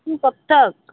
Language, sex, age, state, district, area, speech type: Hindi, female, 30-45, Uttar Pradesh, Sonbhadra, rural, conversation